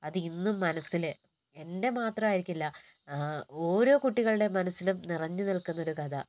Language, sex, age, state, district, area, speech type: Malayalam, female, 30-45, Kerala, Wayanad, rural, spontaneous